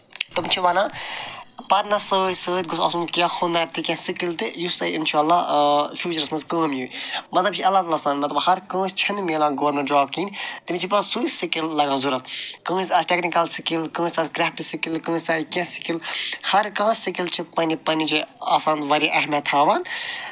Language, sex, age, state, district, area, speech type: Kashmiri, male, 45-60, Jammu and Kashmir, Ganderbal, urban, spontaneous